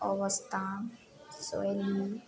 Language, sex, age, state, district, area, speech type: Odia, female, 18-30, Odisha, Subarnapur, urban, spontaneous